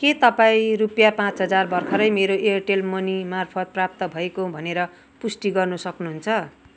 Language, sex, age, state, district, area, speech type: Nepali, female, 45-60, West Bengal, Darjeeling, rural, read